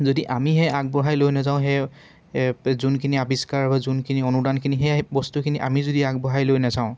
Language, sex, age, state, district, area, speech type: Assamese, male, 18-30, Assam, Dibrugarh, urban, spontaneous